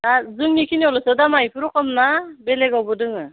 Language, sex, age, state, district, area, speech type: Bodo, female, 45-60, Assam, Udalguri, urban, conversation